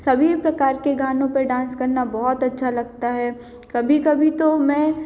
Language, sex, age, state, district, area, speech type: Hindi, female, 18-30, Madhya Pradesh, Hoshangabad, rural, spontaneous